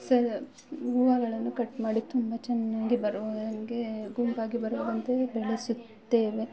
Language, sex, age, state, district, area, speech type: Kannada, female, 18-30, Karnataka, Bangalore Rural, rural, spontaneous